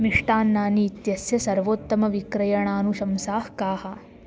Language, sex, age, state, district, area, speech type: Sanskrit, female, 18-30, Maharashtra, Washim, urban, read